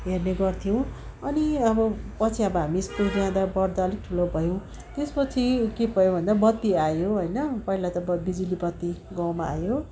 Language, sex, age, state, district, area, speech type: Nepali, female, 45-60, West Bengal, Darjeeling, rural, spontaneous